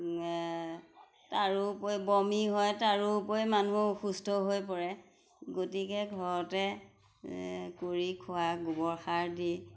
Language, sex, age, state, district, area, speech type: Assamese, female, 45-60, Assam, Majuli, rural, spontaneous